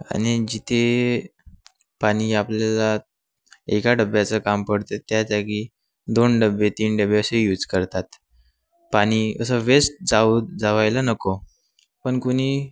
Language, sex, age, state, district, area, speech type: Marathi, male, 18-30, Maharashtra, Wardha, urban, spontaneous